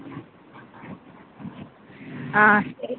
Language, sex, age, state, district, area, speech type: Malayalam, female, 18-30, Kerala, Malappuram, rural, conversation